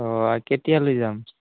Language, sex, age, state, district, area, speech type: Assamese, male, 18-30, Assam, Barpeta, rural, conversation